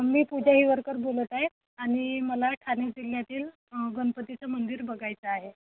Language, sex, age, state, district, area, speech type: Marathi, female, 18-30, Maharashtra, Thane, rural, conversation